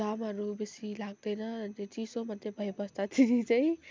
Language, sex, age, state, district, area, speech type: Nepali, female, 18-30, West Bengal, Kalimpong, rural, spontaneous